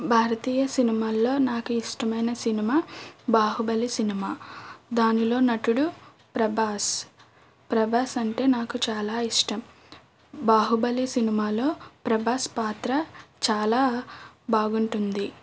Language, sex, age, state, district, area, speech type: Telugu, female, 30-45, Andhra Pradesh, East Godavari, rural, spontaneous